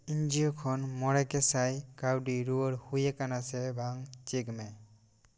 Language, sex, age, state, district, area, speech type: Santali, male, 18-30, West Bengal, Bankura, rural, read